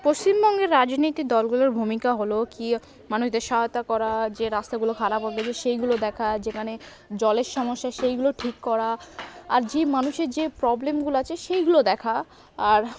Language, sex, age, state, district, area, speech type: Bengali, female, 18-30, West Bengal, Darjeeling, urban, spontaneous